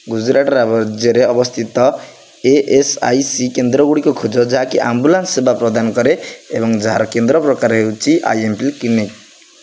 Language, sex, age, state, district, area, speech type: Odia, male, 18-30, Odisha, Jagatsinghpur, rural, read